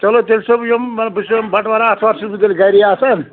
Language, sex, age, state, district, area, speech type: Kashmiri, male, 45-60, Jammu and Kashmir, Ganderbal, rural, conversation